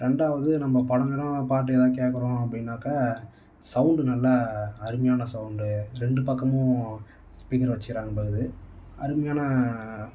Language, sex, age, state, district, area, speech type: Tamil, male, 18-30, Tamil Nadu, Tiruvannamalai, urban, spontaneous